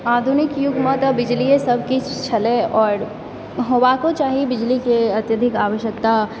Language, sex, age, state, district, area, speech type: Maithili, female, 18-30, Bihar, Supaul, urban, spontaneous